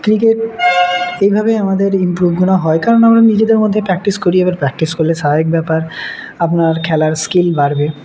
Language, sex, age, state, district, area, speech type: Bengali, male, 18-30, West Bengal, Murshidabad, urban, spontaneous